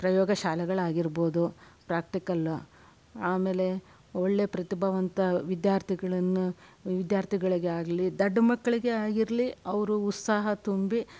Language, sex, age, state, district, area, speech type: Kannada, female, 60+, Karnataka, Shimoga, rural, spontaneous